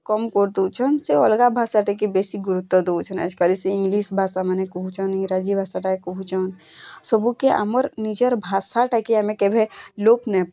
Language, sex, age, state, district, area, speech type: Odia, female, 18-30, Odisha, Bargarh, urban, spontaneous